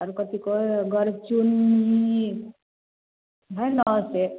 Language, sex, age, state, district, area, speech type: Maithili, female, 30-45, Bihar, Samastipur, urban, conversation